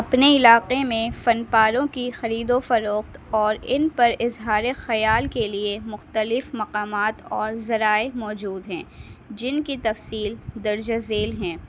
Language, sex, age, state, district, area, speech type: Urdu, female, 18-30, Delhi, North East Delhi, urban, spontaneous